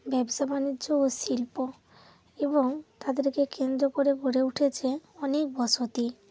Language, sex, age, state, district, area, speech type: Bengali, female, 30-45, West Bengal, Hooghly, urban, spontaneous